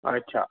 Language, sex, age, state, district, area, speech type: Sindhi, male, 30-45, Maharashtra, Thane, urban, conversation